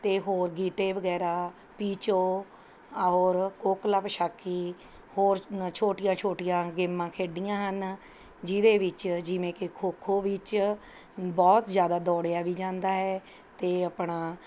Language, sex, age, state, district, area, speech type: Punjabi, female, 45-60, Punjab, Mohali, urban, spontaneous